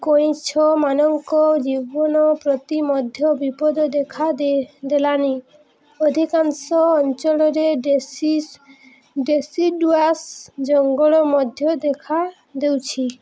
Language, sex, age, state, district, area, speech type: Odia, female, 18-30, Odisha, Subarnapur, urban, spontaneous